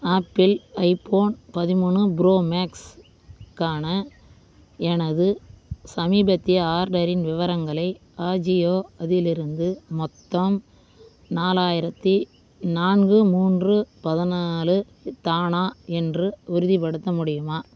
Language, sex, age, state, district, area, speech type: Tamil, female, 30-45, Tamil Nadu, Vellore, urban, read